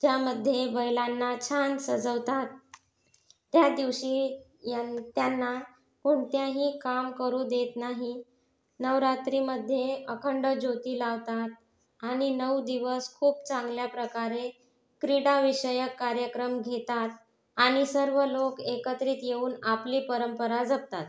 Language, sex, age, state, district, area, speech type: Marathi, female, 30-45, Maharashtra, Yavatmal, rural, spontaneous